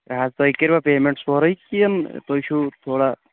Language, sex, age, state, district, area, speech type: Kashmiri, male, 18-30, Jammu and Kashmir, Shopian, urban, conversation